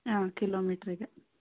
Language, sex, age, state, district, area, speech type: Kannada, female, 18-30, Karnataka, Davanagere, rural, conversation